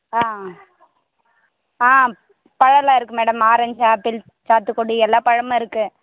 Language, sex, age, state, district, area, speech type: Tamil, female, 18-30, Tamil Nadu, Tiruvannamalai, rural, conversation